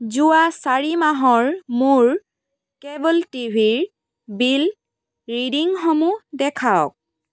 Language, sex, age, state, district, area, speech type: Assamese, female, 18-30, Assam, Tinsukia, urban, read